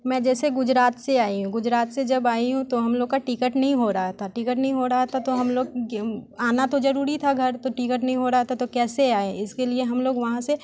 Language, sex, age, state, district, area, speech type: Hindi, female, 18-30, Bihar, Muzaffarpur, urban, spontaneous